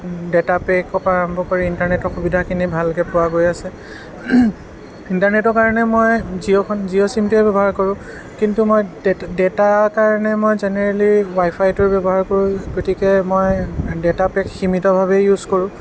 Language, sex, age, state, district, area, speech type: Assamese, male, 30-45, Assam, Sonitpur, urban, spontaneous